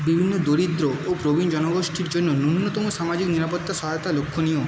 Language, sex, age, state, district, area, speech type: Bengali, male, 30-45, West Bengal, Paschim Medinipur, urban, spontaneous